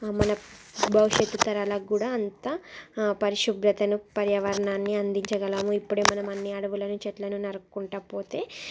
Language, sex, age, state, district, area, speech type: Telugu, female, 30-45, Andhra Pradesh, Srikakulam, urban, spontaneous